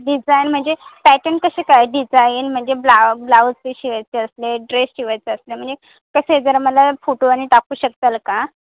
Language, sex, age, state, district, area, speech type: Marathi, female, 18-30, Maharashtra, Sindhudurg, rural, conversation